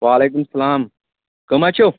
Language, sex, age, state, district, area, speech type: Kashmiri, male, 18-30, Jammu and Kashmir, Kulgam, rural, conversation